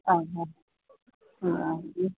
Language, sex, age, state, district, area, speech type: Malayalam, female, 30-45, Kerala, Idukki, rural, conversation